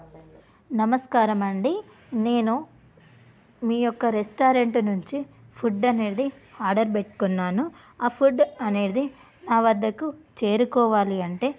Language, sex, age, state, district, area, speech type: Telugu, female, 30-45, Telangana, Karimnagar, rural, spontaneous